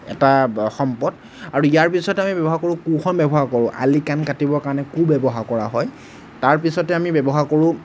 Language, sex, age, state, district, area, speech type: Assamese, male, 18-30, Assam, Nagaon, rural, spontaneous